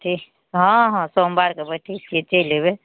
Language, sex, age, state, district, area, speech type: Maithili, female, 30-45, Bihar, Araria, rural, conversation